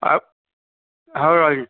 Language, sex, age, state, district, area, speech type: Odia, male, 60+, Odisha, Jharsuguda, rural, conversation